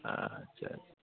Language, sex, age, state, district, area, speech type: Bengali, male, 45-60, West Bengal, Dakshin Dinajpur, rural, conversation